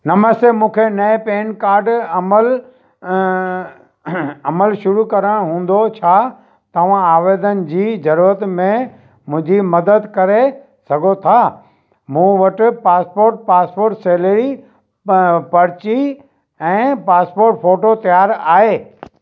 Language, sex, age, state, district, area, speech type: Sindhi, male, 45-60, Gujarat, Kutch, urban, read